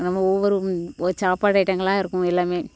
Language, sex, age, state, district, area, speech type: Tamil, female, 45-60, Tamil Nadu, Thoothukudi, rural, spontaneous